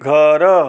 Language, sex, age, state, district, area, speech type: Odia, male, 60+, Odisha, Balasore, rural, read